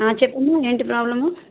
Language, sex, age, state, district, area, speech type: Telugu, female, 60+, Andhra Pradesh, West Godavari, rural, conversation